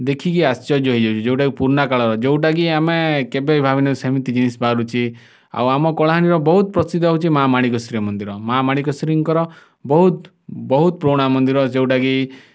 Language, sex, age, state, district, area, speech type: Odia, male, 30-45, Odisha, Kalahandi, rural, spontaneous